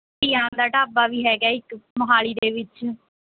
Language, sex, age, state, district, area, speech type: Punjabi, female, 18-30, Punjab, Mohali, rural, conversation